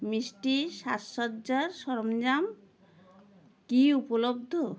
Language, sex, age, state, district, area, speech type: Bengali, female, 60+, West Bengal, Howrah, urban, read